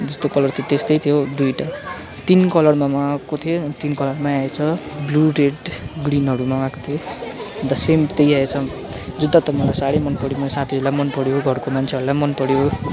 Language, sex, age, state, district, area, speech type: Nepali, male, 18-30, West Bengal, Kalimpong, rural, spontaneous